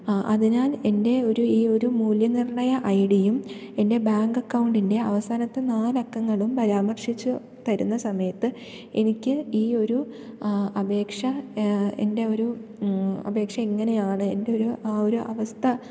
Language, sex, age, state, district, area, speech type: Malayalam, female, 18-30, Kerala, Thiruvananthapuram, rural, spontaneous